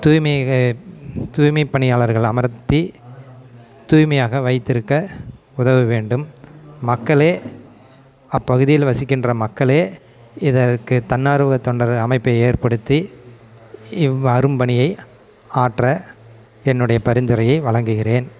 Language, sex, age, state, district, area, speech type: Tamil, male, 30-45, Tamil Nadu, Salem, rural, spontaneous